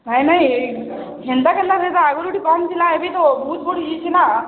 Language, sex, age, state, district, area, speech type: Odia, female, 30-45, Odisha, Balangir, urban, conversation